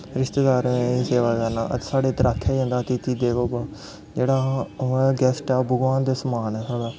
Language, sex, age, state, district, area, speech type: Dogri, male, 18-30, Jammu and Kashmir, Kathua, rural, spontaneous